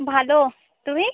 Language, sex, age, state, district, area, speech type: Bengali, female, 30-45, West Bengal, Alipurduar, rural, conversation